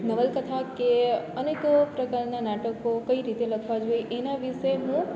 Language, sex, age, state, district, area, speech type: Gujarati, female, 18-30, Gujarat, Surat, rural, spontaneous